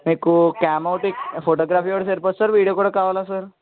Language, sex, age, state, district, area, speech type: Telugu, male, 18-30, Andhra Pradesh, Eluru, urban, conversation